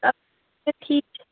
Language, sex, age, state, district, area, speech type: Kashmiri, female, 18-30, Jammu and Kashmir, Kulgam, rural, conversation